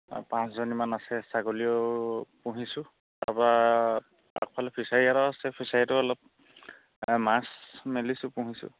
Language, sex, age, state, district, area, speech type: Assamese, male, 30-45, Assam, Charaideo, rural, conversation